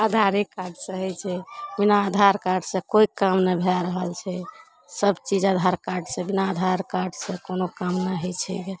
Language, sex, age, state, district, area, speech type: Maithili, female, 45-60, Bihar, Araria, rural, spontaneous